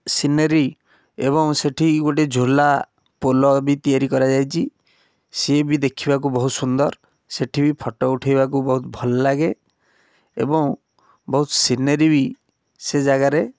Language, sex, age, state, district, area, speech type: Odia, male, 18-30, Odisha, Cuttack, urban, spontaneous